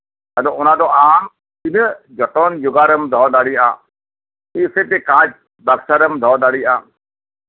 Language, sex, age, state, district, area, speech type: Santali, male, 60+, West Bengal, Birbhum, rural, conversation